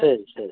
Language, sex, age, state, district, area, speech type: Malayalam, male, 60+, Kerala, Kasaragod, urban, conversation